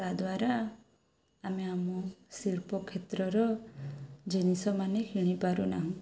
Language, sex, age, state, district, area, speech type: Odia, female, 18-30, Odisha, Sundergarh, urban, spontaneous